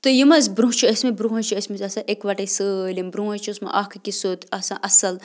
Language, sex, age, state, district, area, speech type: Kashmiri, female, 30-45, Jammu and Kashmir, Bandipora, rural, spontaneous